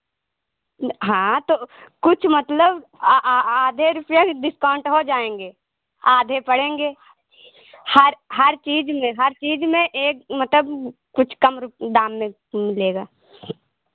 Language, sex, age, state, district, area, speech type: Hindi, female, 45-60, Uttar Pradesh, Lucknow, rural, conversation